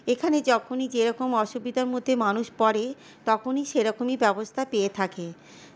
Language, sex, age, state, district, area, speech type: Bengali, female, 30-45, West Bengal, Paschim Bardhaman, urban, spontaneous